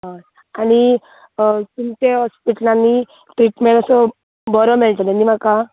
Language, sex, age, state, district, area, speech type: Goan Konkani, female, 18-30, Goa, Quepem, rural, conversation